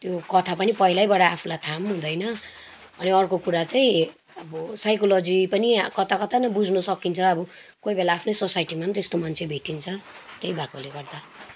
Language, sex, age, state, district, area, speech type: Nepali, female, 30-45, West Bengal, Kalimpong, rural, spontaneous